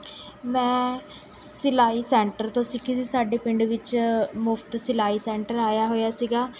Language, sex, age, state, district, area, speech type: Punjabi, female, 18-30, Punjab, Mohali, rural, spontaneous